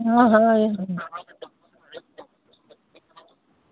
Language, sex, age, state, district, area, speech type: Hindi, female, 60+, Uttar Pradesh, Lucknow, rural, conversation